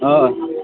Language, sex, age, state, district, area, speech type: Kashmiri, male, 30-45, Jammu and Kashmir, Bandipora, rural, conversation